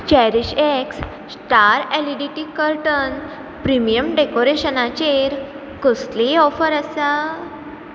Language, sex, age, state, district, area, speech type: Goan Konkani, female, 18-30, Goa, Ponda, rural, read